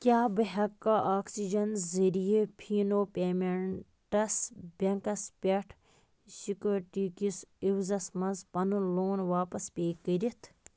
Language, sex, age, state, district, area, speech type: Kashmiri, female, 45-60, Jammu and Kashmir, Baramulla, rural, read